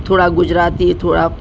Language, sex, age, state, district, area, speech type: Urdu, female, 60+, Delhi, North East Delhi, urban, spontaneous